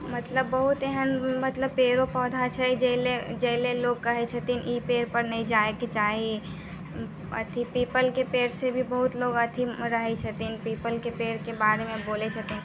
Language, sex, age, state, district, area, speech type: Maithili, female, 18-30, Bihar, Muzaffarpur, rural, spontaneous